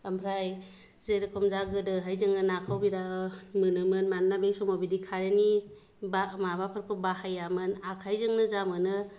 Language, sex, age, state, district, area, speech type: Bodo, female, 30-45, Assam, Kokrajhar, rural, spontaneous